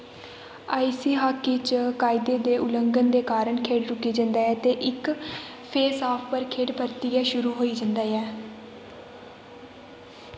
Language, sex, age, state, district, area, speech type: Dogri, female, 18-30, Jammu and Kashmir, Kathua, rural, read